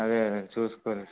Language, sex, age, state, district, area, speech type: Telugu, male, 18-30, Telangana, Siddipet, urban, conversation